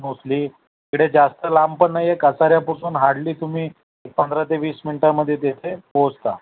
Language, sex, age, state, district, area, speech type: Marathi, male, 30-45, Maharashtra, Thane, urban, conversation